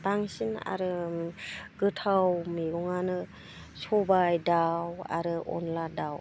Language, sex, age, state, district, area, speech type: Bodo, female, 45-60, Assam, Udalguri, rural, spontaneous